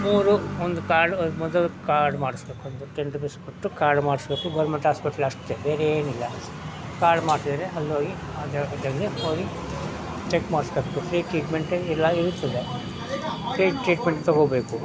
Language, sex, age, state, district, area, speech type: Kannada, male, 60+, Karnataka, Mysore, rural, spontaneous